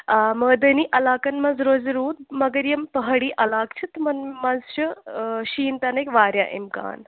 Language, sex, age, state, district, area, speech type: Kashmiri, female, 18-30, Jammu and Kashmir, Shopian, rural, conversation